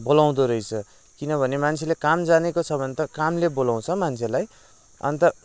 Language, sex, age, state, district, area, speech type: Nepali, male, 18-30, West Bengal, Kalimpong, rural, spontaneous